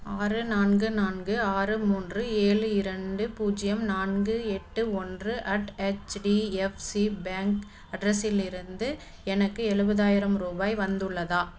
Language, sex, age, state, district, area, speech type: Tamil, female, 30-45, Tamil Nadu, Dharmapuri, rural, read